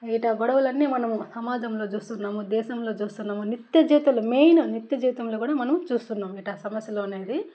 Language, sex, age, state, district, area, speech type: Telugu, female, 30-45, Andhra Pradesh, Chittoor, rural, spontaneous